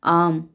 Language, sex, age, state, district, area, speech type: Tamil, female, 18-30, Tamil Nadu, Virudhunagar, rural, read